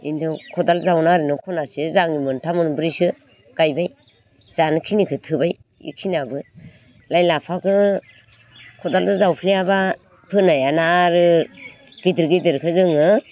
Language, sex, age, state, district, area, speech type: Bodo, female, 60+, Assam, Baksa, rural, spontaneous